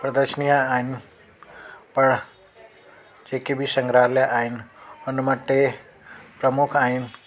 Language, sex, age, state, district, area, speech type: Sindhi, male, 30-45, Delhi, South Delhi, urban, spontaneous